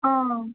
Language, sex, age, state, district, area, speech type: Assamese, female, 18-30, Assam, Lakhimpur, rural, conversation